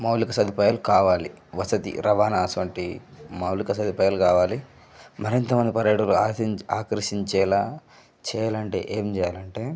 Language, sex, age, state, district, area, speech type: Telugu, male, 18-30, Telangana, Nirmal, rural, spontaneous